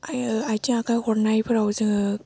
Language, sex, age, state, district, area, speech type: Bodo, female, 18-30, Assam, Baksa, rural, spontaneous